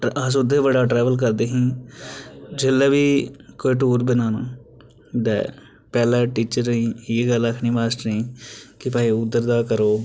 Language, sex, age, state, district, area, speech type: Dogri, male, 18-30, Jammu and Kashmir, Reasi, rural, spontaneous